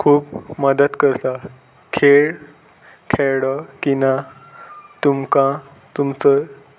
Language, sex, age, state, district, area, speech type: Goan Konkani, male, 18-30, Goa, Salcete, urban, spontaneous